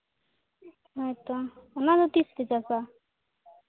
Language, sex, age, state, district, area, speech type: Santali, female, 18-30, Jharkhand, Seraikela Kharsawan, rural, conversation